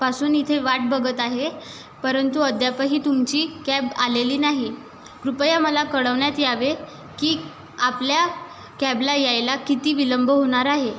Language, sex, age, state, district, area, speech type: Marathi, female, 18-30, Maharashtra, Washim, rural, spontaneous